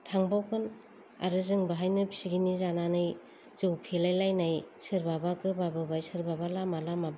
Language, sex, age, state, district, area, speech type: Bodo, female, 45-60, Assam, Kokrajhar, rural, spontaneous